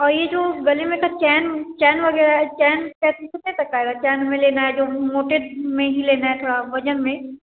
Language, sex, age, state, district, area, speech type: Hindi, female, 18-30, Uttar Pradesh, Bhadohi, rural, conversation